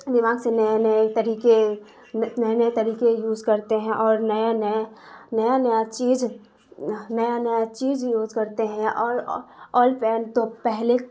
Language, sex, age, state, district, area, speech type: Urdu, female, 30-45, Bihar, Darbhanga, rural, spontaneous